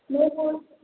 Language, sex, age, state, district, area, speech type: Hindi, female, 18-30, Rajasthan, Jodhpur, urban, conversation